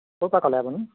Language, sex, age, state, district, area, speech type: Assamese, male, 30-45, Assam, Jorhat, urban, conversation